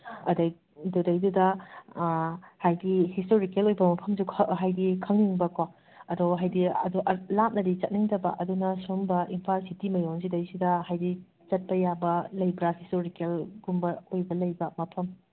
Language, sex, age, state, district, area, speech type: Manipuri, female, 45-60, Manipur, Imphal West, urban, conversation